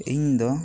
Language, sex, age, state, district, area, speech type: Santali, male, 18-30, West Bengal, Bankura, rural, spontaneous